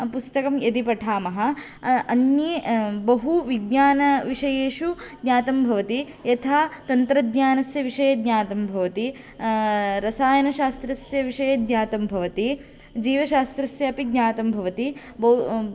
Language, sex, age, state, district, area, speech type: Sanskrit, female, 18-30, Karnataka, Haveri, rural, spontaneous